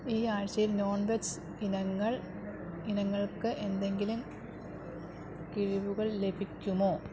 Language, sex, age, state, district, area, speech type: Malayalam, female, 30-45, Kerala, Pathanamthitta, rural, read